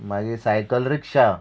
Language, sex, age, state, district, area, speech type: Goan Konkani, male, 45-60, Goa, Murmgao, rural, spontaneous